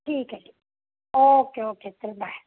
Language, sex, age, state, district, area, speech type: Marathi, female, 45-60, Maharashtra, Kolhapur, urban, conversation